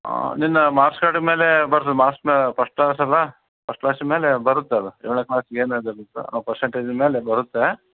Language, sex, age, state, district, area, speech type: Kannada, male, 45-60, Karnataka, Davanagere, rural, conversation